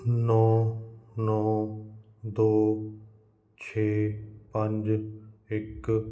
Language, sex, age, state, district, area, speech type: Punjabi, male, 30-45, Punjab, Kapurthala, urban, read